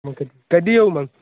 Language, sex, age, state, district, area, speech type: Marathi, male, 18-30, Maharashtra, Hingoli, urban, conversation